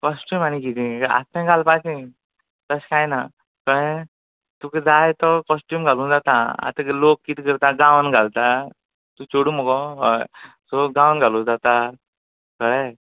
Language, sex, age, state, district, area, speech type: Goan Konkani, male, 30-45, Goa, Quepem, rural, conversation